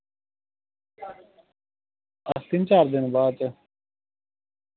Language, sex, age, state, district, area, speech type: Dogri, male, 30-45, Jammu and Kashmir, Samba, rural, conversation